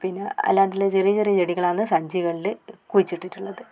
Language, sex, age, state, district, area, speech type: Malayalam, female, 30-45, Kerala, Kannur, rural, spontaneous